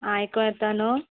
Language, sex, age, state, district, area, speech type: Goan Konkani, female, 30-45, Goa, Salcete, rural, conversation